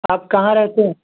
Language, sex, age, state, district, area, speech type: Urdu, male, 18-30, Bihar, Purnia, rural, conversation